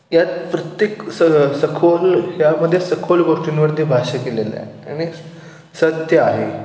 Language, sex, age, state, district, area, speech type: Marathi, male, 18-30, Maharashtra, Sangli, rural, spontaneous